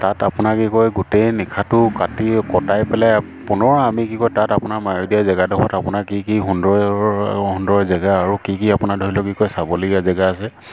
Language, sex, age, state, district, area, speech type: Assamese, male, 30-45, Assam, Sivasagar, rural, spontaneous